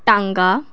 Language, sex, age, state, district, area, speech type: Punjabi, female, 18-30, Punjab, Fazilka, rural, spontaneous